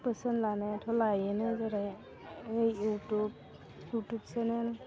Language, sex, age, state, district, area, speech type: Bodo, female, 30-45, Assam, Udalguri, urban, spontaneous